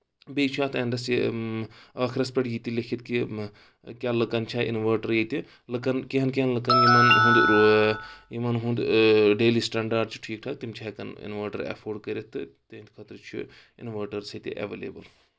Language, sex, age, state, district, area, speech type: Kashmiri, male, 45-60, Jammu and Kashmir, Kulgam, urban, spontaneous